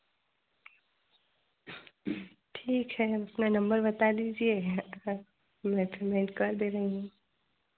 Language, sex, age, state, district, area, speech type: Hindi, female, 30-45, Uttar Pradesh, Chandauli, urban, conversation